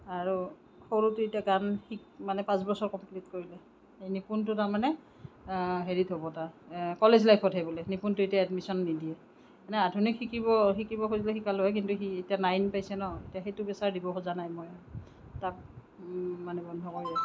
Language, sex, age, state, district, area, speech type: Assamese, female, 45-60, Assam, Kamrup Metropolitan, urban, spontaneous